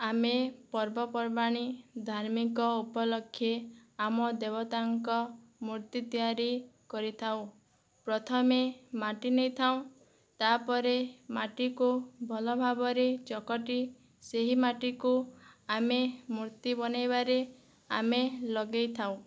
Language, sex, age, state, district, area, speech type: Odia, female, 18-30, Odisha, Boudh, rural, spontaneous